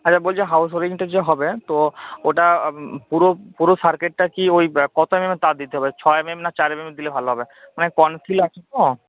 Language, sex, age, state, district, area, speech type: Bengali, male, 18-30, West Bengal, Uttar Dinajpur, rural, conversation